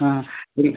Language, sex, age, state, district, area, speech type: Kannada, male, 60+, Karnataka, Bidar, urban, conversation